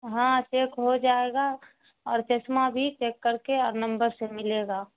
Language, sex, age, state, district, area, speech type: Urdu, female, 18-30, Bihar, Saharsa, rural, conversation